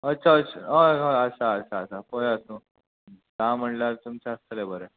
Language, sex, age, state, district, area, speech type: Goan Konkani, male, 18-30, Goa, Murmgao, urban, conversation